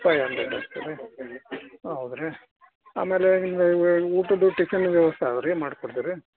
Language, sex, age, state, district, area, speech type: Kannada, male, 60+, Karnataka, Gadag, rural, conversation